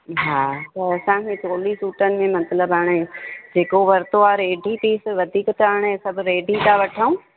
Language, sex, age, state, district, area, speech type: Sindhi, female, 45-60, Gujarat, Junagadh, rural, conversation